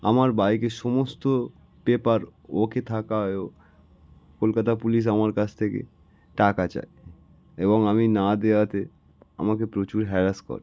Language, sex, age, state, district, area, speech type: Bengali, male, 18-30, West Bengal, North 24 Parganas, urban, spontaneous